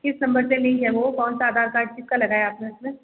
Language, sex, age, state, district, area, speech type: Hindi, female, 30-45, Rajasthan, Jodhpur, urban, conversation